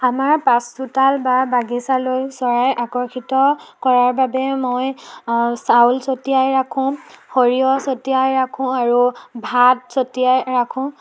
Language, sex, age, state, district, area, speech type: Assamese, female, 18-30, Assam, Dhemaji, rural, spontaneous